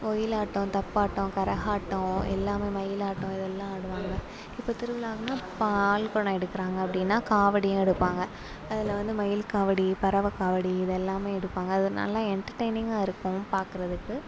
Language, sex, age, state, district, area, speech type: Tamil, female, 18-30, Tamil Nadu, Sivaganga, rural, spontaneous